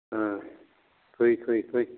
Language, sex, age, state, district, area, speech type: Bodo, male, 45-60, Assam, Chirang, rural, conversation